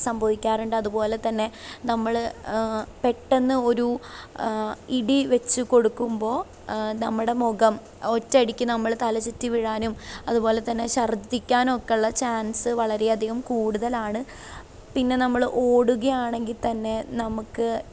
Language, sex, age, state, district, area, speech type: Malayalam, female, 18-30, Kerala, Pathanamthitta, urban, spontaneous